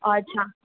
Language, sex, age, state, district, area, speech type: Marathi, female, 18-30, Maharashtra, Mumbai Suburban, urban, conversation